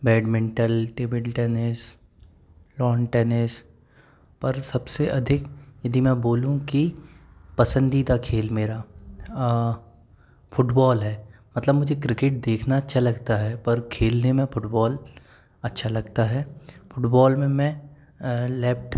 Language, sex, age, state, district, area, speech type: Hindi, male, 18-30, Madhya Pradesh, Bhopal, urban, spontaneous